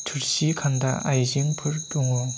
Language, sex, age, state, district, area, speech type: Bodo, male, 30-45, Assam, Chirang, rural, spontaneous